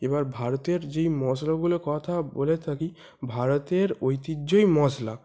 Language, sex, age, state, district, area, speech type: Bengali, male, 18-30, West Bengal, North 24 Parganas, urban, spontaneous